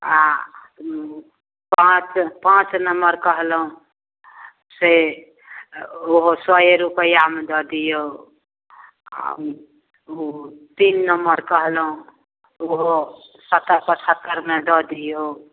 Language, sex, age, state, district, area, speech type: Maithili, female, 60+, Bihar, Samastipur, rural, conversation